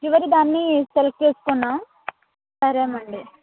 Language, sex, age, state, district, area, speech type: Telugu, female, 18-30, Telangana, Hyderabad, rural, conversation